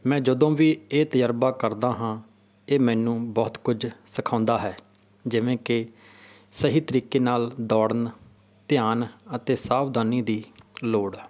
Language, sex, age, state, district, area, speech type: Punjabi, male, 30-45, Punjab, Faridkot, urban, spontaneous